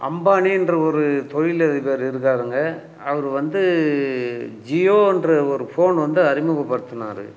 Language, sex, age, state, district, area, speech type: Tamil, male, 60+, Tamil Nadu, Dharmapuri, rural, spontaneous